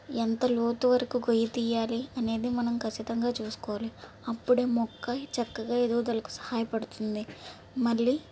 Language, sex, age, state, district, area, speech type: Telugu, female, 18-30, Andhra Pradesh, Palnadu, urban, spontaneous